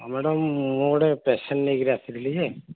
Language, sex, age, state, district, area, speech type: Odia, male, 45-60, Odisha, Sambalpur, rural, conversation